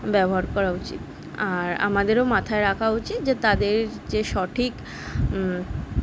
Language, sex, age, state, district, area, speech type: Bengali, female, 18-30, West Bengal, Kolkata, urban, spontaneous